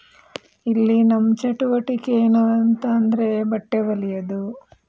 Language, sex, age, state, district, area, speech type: Kannada, female, 45-60, Karnataka, Chitradurga, rural, spontaneous